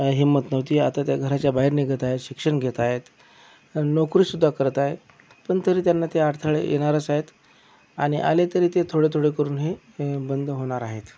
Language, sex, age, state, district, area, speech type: Marathi, male, 45-60, Maharashtra, Akola, rural, spontaneous